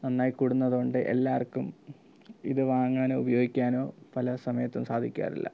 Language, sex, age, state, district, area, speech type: Malayalam, male, 18-30, Kerala, Thiruvananthapuram, rural, spontaneous